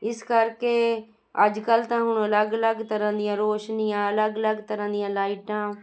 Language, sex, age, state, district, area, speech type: Punjabi, female, 45-60, Punjab, Jalandhar, urban, spontaneous